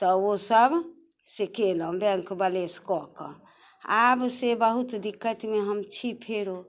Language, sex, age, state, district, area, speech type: Maithili, female, 60+, Bihar, Muzaffarpur, urban, spontaneous